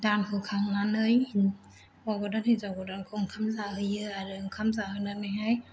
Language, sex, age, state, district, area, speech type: Bodo, female, 18-30, Assam, Chirang, rural, spontaneous